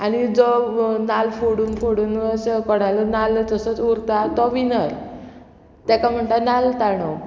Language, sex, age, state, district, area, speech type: Goan Konkani, female, 30-45, Goa, Murmgao, rural, spontaneous